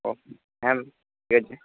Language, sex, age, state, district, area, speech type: Bengali, male, 18-30, West Bengal, Purba Bardhaman, urban, conversation